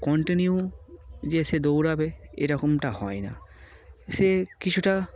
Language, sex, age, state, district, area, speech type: Bengali, male, 18-30, West Bengal, Darjeeling, urban, spontaneous